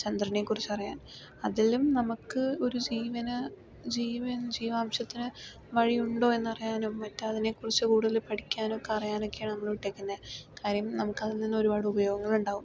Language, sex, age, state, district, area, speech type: Malayalam, female, 18-30, Kerala, Palakkad, rural, spontaneous